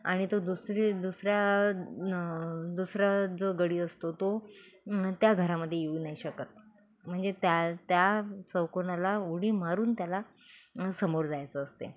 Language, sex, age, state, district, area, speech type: Marathi, female, 45-60, Maharashtra, Nagpur, urban, spontaneous